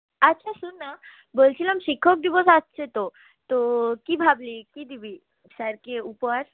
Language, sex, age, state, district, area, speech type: Bengali, female, 18-30, West Bengal, Purulia, urban, conversation